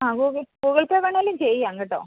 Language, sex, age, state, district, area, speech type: Malayalam, female, 45-60, Kerala, Kottayam, rural, conversation